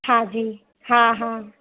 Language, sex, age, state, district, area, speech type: Sindhi, female, 30-45, Gujarat, Surat, urban, conversation